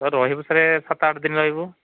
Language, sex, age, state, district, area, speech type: Odia, male, 45-60, Odisha, Sambalpur, rural, conversation